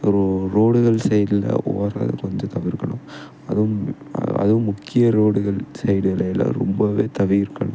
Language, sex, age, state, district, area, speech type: Tamil, male, 18-30, Tamil Nadu, Tiruppur, rural, spontaneous